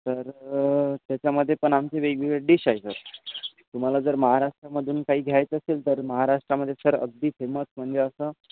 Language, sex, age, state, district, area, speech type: Marathi, male, 18-30, Maharashtra, Washim, rural, conversation